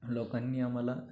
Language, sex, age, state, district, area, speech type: Marathi, male, 18-30, Maharashtra, Sangli, urban, spontaneous